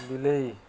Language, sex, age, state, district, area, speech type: Odia, male, 45-60, Odisha, Nuapada, urban, read